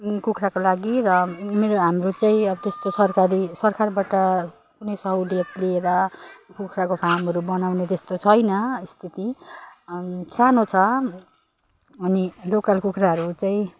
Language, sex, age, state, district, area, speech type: Nepali, female, 30-45, West Bengal, Jalpaiguri, rural, spontaneous